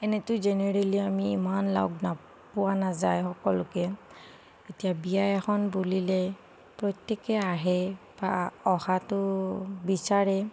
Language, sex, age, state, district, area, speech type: Assamese, female, 30-45, Assam, Nagaon, rural, spontaneous